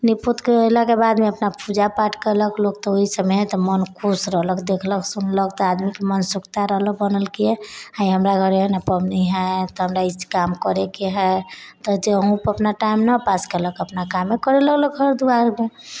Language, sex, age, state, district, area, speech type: Maithili, female, 30-45, Bihar, Sitamarhi, rural, spontaneous